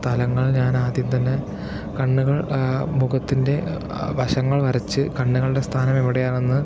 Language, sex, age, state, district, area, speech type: Malayalam, male, 18-30, Kerala, Palakkad, rural, spontaneous